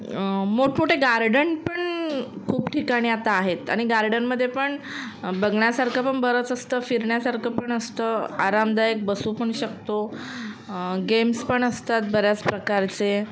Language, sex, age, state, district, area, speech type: Marathi, female, 30-45, Maharashtra, Mumbai Suburban, urban, spontaneous